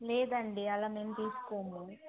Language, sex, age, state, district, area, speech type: Telugu, female, 18-30, Telangana, Mulugu, rural, conversation